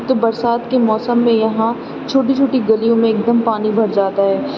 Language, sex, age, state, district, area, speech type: Urdu, female, 18-30, Uttar Pradesh, Aligarh, urban, spontaneous